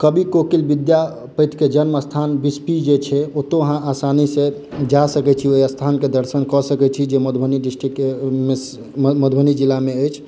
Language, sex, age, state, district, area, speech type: Maithili, male, 18-30, Bihar, Madhubani, rural, spontaneous